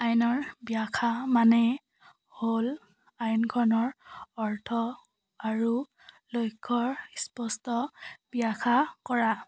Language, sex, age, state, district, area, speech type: Assamese, female, 18-30, Assam, Charaideo, urban, spontaneous